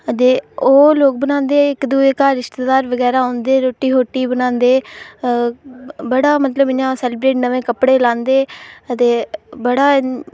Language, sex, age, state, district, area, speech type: Dogri, female, 18-30, Jammu and Kashmir, Reasi, rural, spontaneous